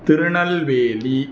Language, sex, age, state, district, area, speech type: Sanskrit, male, 30-45, Tamil Nadu, Tirunelveli, rural, spontaneous